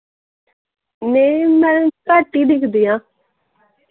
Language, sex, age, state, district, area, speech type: Dogri, female, 18-30, Jammu and Kashmir, Samba, rural, conversation